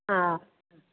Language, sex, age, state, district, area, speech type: Malayalam, female, 30-45, Kerala, Alappuzha, rural, conversation